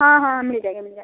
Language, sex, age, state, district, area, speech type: Hindi, female, 18-30, Uttar Pradesh, Prayagraj, rural, conversation